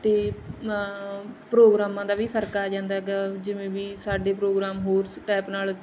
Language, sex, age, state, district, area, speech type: Punjabi, female, 30-45, Punjab, Bathinda, rural, spontaneous